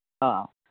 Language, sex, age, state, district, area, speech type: Manipuri, male, 18-30, Manipur, Kangpokpi, urban, conversation